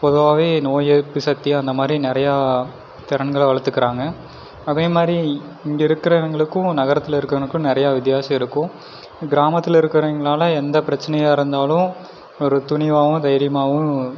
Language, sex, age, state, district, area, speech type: Tamil, male, 18-30, Tamil Nadu, Erode, rural, spontaneous